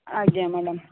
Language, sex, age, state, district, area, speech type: Odia, female, 45-60, Odisha, Balasore, rural, conversation